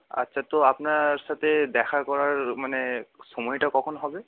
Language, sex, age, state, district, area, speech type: Bengali, male, 30-45, West Bengal, Purba Bardhaman, urban, conversation